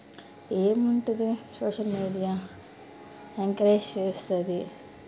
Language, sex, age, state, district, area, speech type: Telugu, female, 30-45, Andhra Pradesh, Nellore, urban, spontaneous